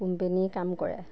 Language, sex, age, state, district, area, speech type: Assamese, female, 30-45, Assam, Nagaon, rural, spontaneous